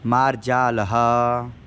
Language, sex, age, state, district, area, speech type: Sanskrit, male, 18-30, Bihar, East Champaran, urban, read